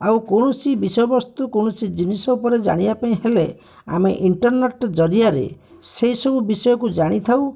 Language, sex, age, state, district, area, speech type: Odia, male, 45-60, Odisha, Bhadrak, rural, spontaneous